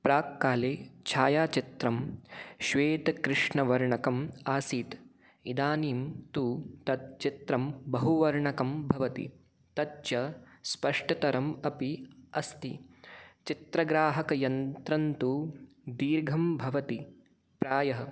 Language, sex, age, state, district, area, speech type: Sanskrit, male, 18-30, Rajasthan, Jaipur, urban, spontaneous